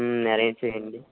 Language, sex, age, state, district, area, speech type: Telugu, male, 45-60, Andhra Pradesh, Eluru, urban, conversation